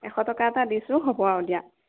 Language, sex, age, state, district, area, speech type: Assamese, female, 30-45, Assam, Nagaon, rural, conversation